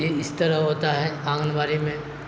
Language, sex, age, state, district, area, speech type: Urdu, male, 30-45, Bihar, Supaul, rural, spontaneous